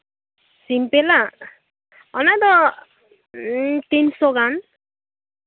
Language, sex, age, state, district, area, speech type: Santali, female, 30-45, West Bengal, Malda, rural, conversation